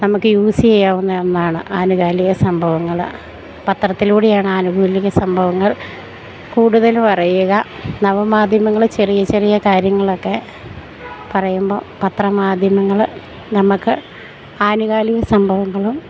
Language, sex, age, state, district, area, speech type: Malayalam, female, 30-45, Kerala, Idukki, rural, spontaneous